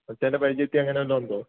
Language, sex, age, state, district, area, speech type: Malayalam, male, 18-30, Kerala, Idukki, rural, conversation